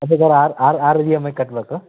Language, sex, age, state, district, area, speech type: Kannada, male, 30-45, Karnataka, Vijayanagara, rural, conversation